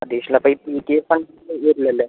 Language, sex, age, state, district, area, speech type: Malayalam, male, 18-30, Kerala, Wayanad, rural, conversation